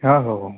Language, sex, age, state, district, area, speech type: Marathi, male, 18-30, Maharashtra, Wardha, urban, conversation